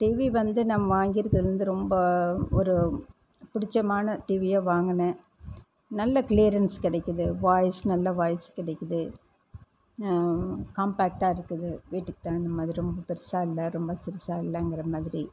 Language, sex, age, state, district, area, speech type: Tamil, female, 60+, Tamil Nadu, Erode, urban, spontaneous